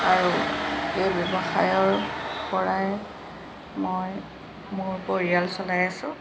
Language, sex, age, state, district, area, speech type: Assamese, female, 45-60, Assam, Jorhat, urban, spontaneous